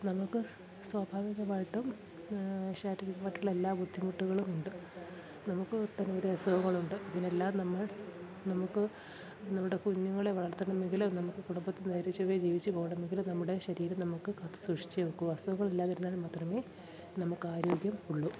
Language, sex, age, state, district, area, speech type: Malayalam, female, 30-45, Kerala, Kollam, rural, spontaneous